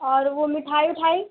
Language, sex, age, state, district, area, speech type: Hindi, female, 18-30, Uttar Pradesh, Mau, rural, conversation